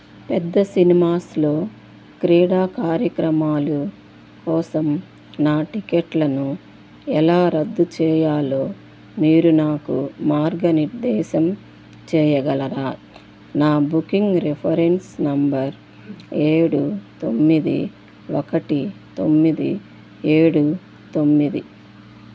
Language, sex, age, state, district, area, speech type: Telugu, female, 45-60, Andhra Pradesh, Bapatla, urban, read